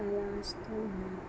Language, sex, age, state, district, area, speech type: Telugu, female, 18-30, Andhra Pradesh, Krishna, urban, spontaneous